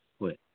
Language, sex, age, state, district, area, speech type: Manipuri, male, 45-60, Manipur, Imphal East, rural, conversation